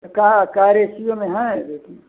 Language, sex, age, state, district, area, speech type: Hindi, male, 45-60, Uttar Pradesh, Azamgarh, rural, conversation